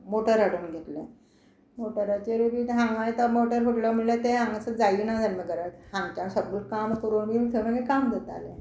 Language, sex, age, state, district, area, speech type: Goan Konkani, female, 60+, Goa, Quepem, rural, spontaneous